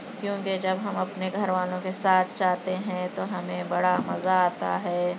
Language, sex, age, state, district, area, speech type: Urdu, female, 30-45, Telangana, Hyderabad, urban, spontaneous